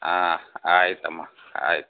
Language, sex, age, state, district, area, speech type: Kannada, male, 60+, Karnataka, Gadag, rural, conversation